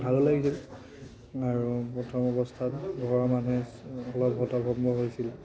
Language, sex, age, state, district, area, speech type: Assamese, male, 30-45, Assam, Biswanath, rural, spontaneous